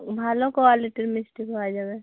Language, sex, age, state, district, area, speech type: Bengali, female, 45-60, West Bengal, Uttar Dinajpur, urban, conversation